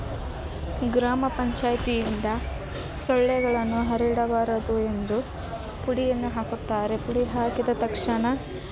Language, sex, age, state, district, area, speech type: Kannada, female, 18-30, Karnataka, Gadag, urban, spontaneous